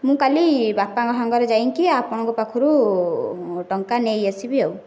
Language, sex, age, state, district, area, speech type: Odia, female, 18-30, Odisha, Kendrapara, urban, spontaneous